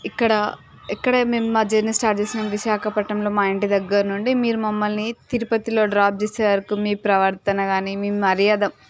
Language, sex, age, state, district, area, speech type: Telugu, female, 30-45, Andhra Pradesh, Visakhapatnam, urban, spontaneous